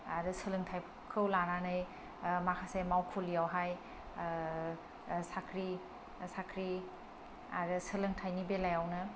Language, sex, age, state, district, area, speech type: Bodo, female, 30-45, Assam, Kokrajhar, rural, spontaneous